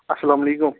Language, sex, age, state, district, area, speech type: Kashmiri, male, 30-45, Jammu and Kashmir, Srinagar, urban, conversation